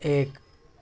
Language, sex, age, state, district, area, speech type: Urdu, male, 18-30, Maharashtra, Nashik, urban, read